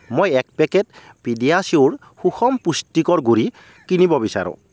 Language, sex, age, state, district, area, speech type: Assamese, male, 30-45, Assam, Kamrup Metropolitan, urban, read